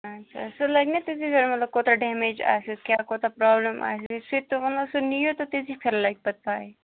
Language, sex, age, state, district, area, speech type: Kashmiri, female, 18-30, Jammu and Kashmir, Kupwara, urban, conversation